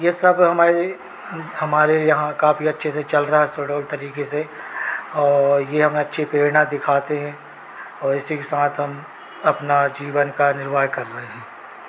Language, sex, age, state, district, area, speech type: Hindi, male, 30-45, Madhya Pradesh, Seoni, urban, spontaneous